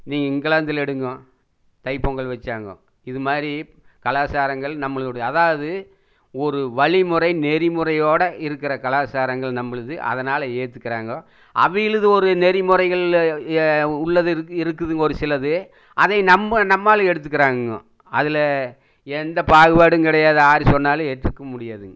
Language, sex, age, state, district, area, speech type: Tamil, male, 60+, Tamil Nadu, Erode, urban, spontaneous